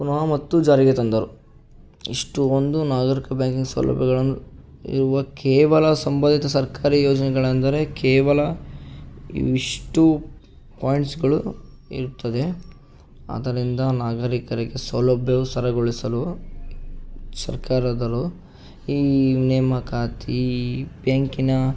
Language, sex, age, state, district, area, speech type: Kannada, male, 18-30, Karnataka, Davanagere, rural, spontaneous